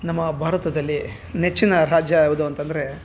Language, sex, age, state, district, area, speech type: Kannada, male, 30-45, Karnataka, Bellary, rural, spontaneous